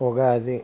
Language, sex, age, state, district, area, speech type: Telugu, male, 60+, Andhra Pradesh, West Godavari, rural, spontaneous